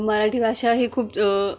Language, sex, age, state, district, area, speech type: Marathi, female, 18-30, Maharashtra, Amravati, rural, spontaneous